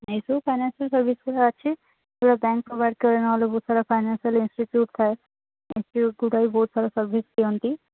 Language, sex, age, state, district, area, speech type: Odia, female, 18-30, Odisha, Sundergarh, urban, conversation